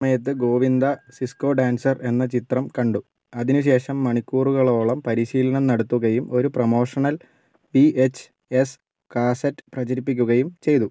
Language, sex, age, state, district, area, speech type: Malayalam, male, 45-60, Kerala, Kozhikode, urban, read